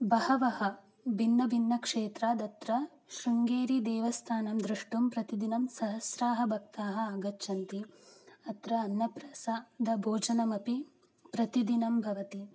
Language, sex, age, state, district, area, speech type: Sanskrit, female, 18-30, Karnataka, Uttara Kannada, rural, spontaneous